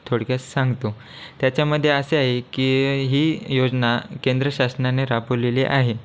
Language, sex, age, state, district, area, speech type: Marathi, male, 18-30, Maharashtra, Washim, rural, spontaneous